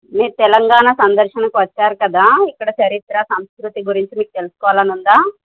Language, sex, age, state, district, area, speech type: Telugu, female, 45-60, Telangana, Medchal, urban, conversation